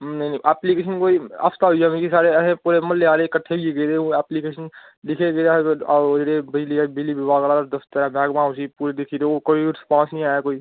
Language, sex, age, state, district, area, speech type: Dogri, male, 18-30, Jammu and Kashmir, Udhampur, rural, conversation